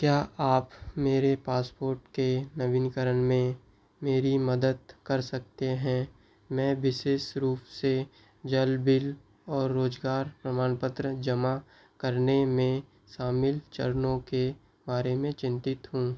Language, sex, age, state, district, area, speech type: Hindi, male, 18-30, Madhya Pradesh, Seoni, rural, read